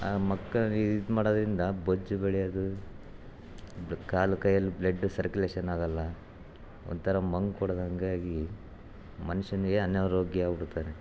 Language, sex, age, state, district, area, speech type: Kannada, male, 30-45, Karnataka, Chitradurga, rural, spontaneous